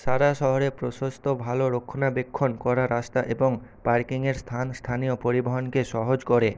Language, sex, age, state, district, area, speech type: Bengali, male, 18-30, West Bengal, Nadia, urban, read